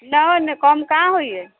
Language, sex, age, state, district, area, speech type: Maithili, female, 45-60, Bihar, Sitamarhi, rural, conversation